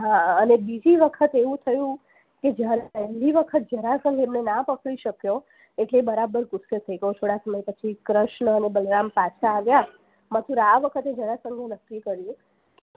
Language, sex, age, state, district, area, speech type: Gujarati, female, 30-45, Gujarat, Anand, urban, conversation